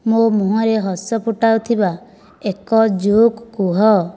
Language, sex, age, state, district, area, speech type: Odia, female, 30-45, Odisha, Kandhamal, rural, read